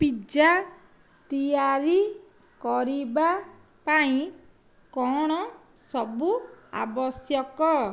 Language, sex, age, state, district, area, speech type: Odia, female, 45-60, Odisha, Nayagarh, rural, read